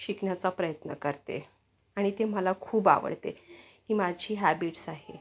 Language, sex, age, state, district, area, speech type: Marathi, female, 30-45, Maharashtra, Yavatmal, urban, spontaneous